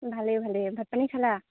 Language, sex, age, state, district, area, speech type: Assamese, female, 18-30, Assam, Golaghat, urban, conversation